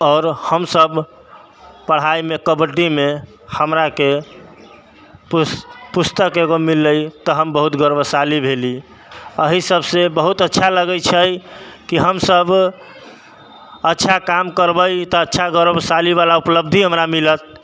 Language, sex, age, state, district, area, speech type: Maithili, male, 30-45, Bihar, Sitamarhi, urban, spontaneous